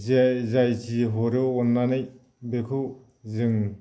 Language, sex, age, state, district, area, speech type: Bodo, male, 45-60, Assam, Baksa, rural, spontaneous